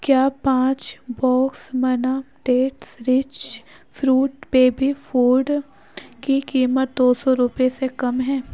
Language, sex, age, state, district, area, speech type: Urdu, female, 18-30, Uttar Pradesh, Ghaziabad, rural, read